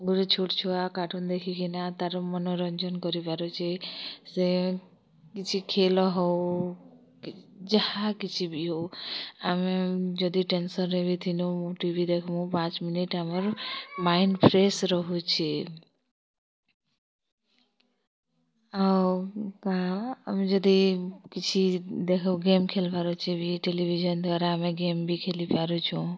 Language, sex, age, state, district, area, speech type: Odia, female, 30-45, Odisha, Kalahandi, rural, spontaneous